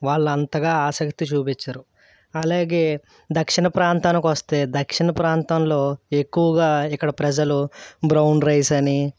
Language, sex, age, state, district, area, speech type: Telugu, male, 18-30, Andhra Pradesh, Eluru, rural, spontaneous